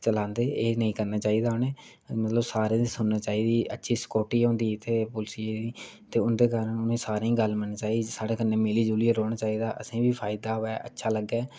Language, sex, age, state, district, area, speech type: Dogri, male, 18-30, Jammu and Kashmir, Reasi, rural, spontaneous